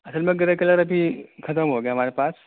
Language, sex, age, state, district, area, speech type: Urdu, male, 18-30, Uttar Pradesh, Gautam Buddha Nagar, urban, conversation